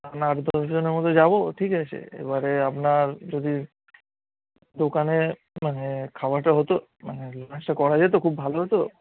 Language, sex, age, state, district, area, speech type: Bengali, male, 18-30, West Bengal, Darjeeling, rural, conversation